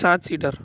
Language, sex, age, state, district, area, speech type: Gujarati, male, 18-30, Gujarat, Anand, urban, spontaneous